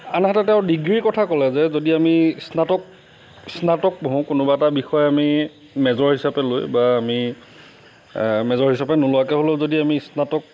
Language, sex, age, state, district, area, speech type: Assamese, male, 45-60, Assam, Lakhimpur, rural, spontaneous